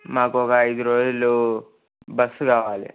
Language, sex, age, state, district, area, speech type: Telugu, male, 18-30, Telangana, Ranga Reddy, urban, conversation